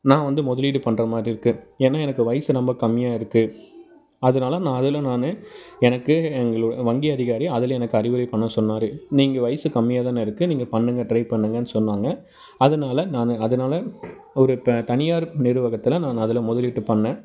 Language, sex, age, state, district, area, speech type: Tamil, male, 18-30, Tamil Nadu, Dharmapuri, rural, spontaneous